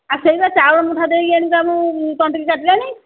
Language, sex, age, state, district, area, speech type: Odia, female, 60+, Odisha, Angul, rural, conversation